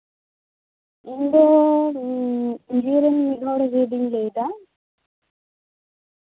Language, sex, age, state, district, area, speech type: Santali, female, 45-60, West Bengal, Paschim Bardhaman, urban, conversation